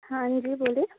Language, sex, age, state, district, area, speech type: Urdu, female, 18-30, Bihar, Saharsa, rural, conversation